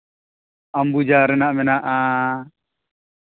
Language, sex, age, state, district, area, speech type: Santali, male, 18-30, Jharkhand, East Singhbhum, rural, conversation